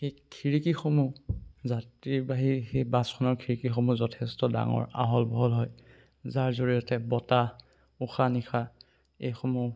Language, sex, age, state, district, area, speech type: Assamese, male, 18-30, Assam, Sonitpur, rural, spontaneous